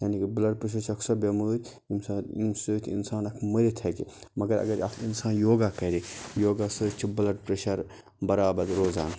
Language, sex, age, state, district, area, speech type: Kashmiri, male, 45-60, Jammu and Kashmir, Baramulla, rural, spontaneous